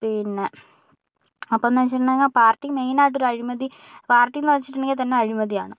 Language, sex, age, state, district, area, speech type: Malayalam, female, 60+, Kerala, Kozhikode, urban, spontaneous